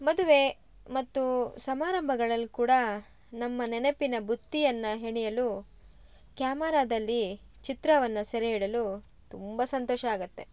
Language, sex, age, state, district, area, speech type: Kannada, female, 30-45, Karnataka, Shimoga, rural, spontaneous